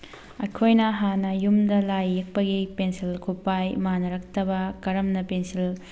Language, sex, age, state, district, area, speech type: Manipuri, female, 18-30, Manipur, Thoubal, urban, spontaneous